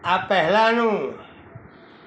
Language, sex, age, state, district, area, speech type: Gujarati, male, 45-60, Gujarat, Kheda, rural, read